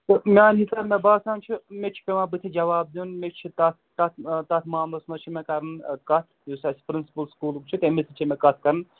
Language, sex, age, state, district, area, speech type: Kashmiri, male, 30-45, Jammu and Kashmir, Srinagar, urban, conversation